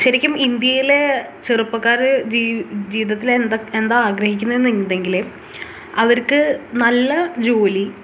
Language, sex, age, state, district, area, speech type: Malayalam, female, 18-30, Kerala, Thrissur, urban, spontaneous